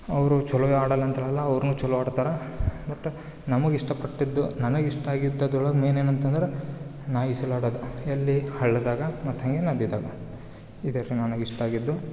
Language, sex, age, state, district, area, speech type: Kannada, male, 18-30, Karnataka, Gulbarga, urban, spontaneous